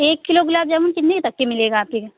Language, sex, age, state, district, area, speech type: Urdu, female, 18-30, Uttar Pradesh, Lucknow, rural, conversation